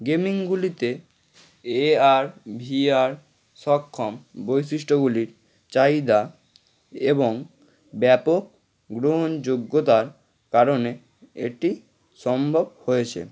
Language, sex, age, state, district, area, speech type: Bengali, male, 18-30, West Bengal, Howrah, urban, spontaneous